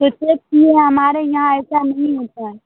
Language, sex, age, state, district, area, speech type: Urdu, female, 45-60, Bihar, Supaul, rural, conversation